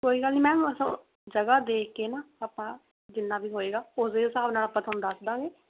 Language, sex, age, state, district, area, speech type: Punjabi, female, 30-45, Punjab, Rupnagar, rural, conversation